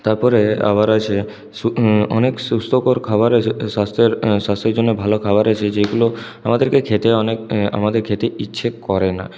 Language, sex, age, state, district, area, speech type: Bengali, male, 18-30, West Bengal, Purulia, urban, spontaneous